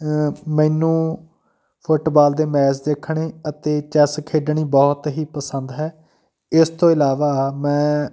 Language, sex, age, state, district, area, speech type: Punjabi, male, 30-45, Punjab, Patiala, rural, spontaneous